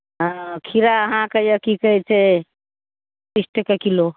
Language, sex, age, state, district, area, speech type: Maithili, female, 60+, Bihar, Saharsa, rural, conversation